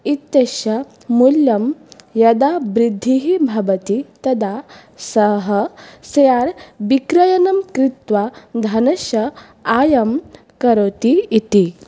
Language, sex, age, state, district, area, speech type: Sanskrit, female, 18-30, Assam, Baksa, rural, spontaneous